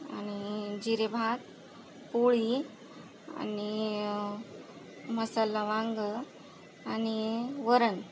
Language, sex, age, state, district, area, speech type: Marathi, female, 30-45, Maharashtra, Akola, rural, spontaneous